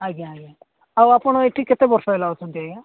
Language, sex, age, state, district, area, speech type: Odia, male, 45-60, Odisha, Nabarangpur, rural, conversation